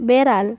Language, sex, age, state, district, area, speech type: Bengali, female, 30-45, West Bengal, Paschim Medinipur, urban, read